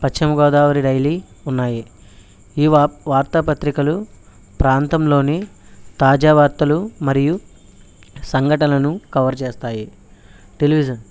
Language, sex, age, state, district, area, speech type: Telugu, male, 30-45, Andhra Pradesh, West Godavari, rural, spontaneous